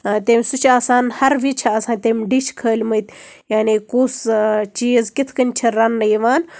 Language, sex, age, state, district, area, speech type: Kashmiri, female, 30-45, Jammu and Kashmir, Baramulla, rural, spontaneous